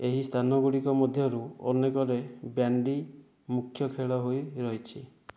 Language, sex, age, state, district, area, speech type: Odia, male, 45-60, Odisha, Kandhamal, rural, read